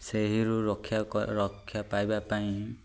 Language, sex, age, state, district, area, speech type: Odia, male, 18-30, Odisha, Ganjam, urban, spontaneous